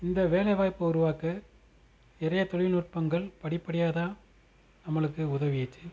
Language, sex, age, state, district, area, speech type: Tamil, male, 30-45, Tamil Nadu, Madurai, urban, spontaneous